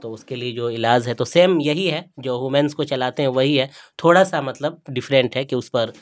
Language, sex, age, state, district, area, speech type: Urdu, male, 60+, Bihar, Darbhanga, rural, spontaneous